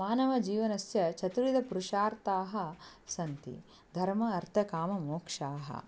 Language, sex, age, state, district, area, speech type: Sanskrit, female, 45-60, Karnataka, Dharwad, urban, spontaneous